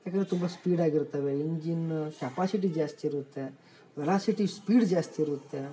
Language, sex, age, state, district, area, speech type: Kannada, male, 18-30, Karnataka, Bellary, rural, spontaneous